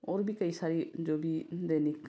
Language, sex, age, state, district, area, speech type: Hindi, female, 45-60, Madhya Pradesh, Ujjain, urban, spontaneous